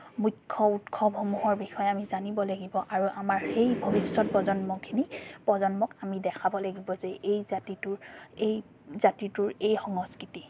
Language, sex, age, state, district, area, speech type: Assamese, female, 30-45, Assam, Biswanath, rural, spontaneous